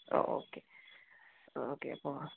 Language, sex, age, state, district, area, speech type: Malayalam, male, 60+, Kerala, Palakkad, rural, conversation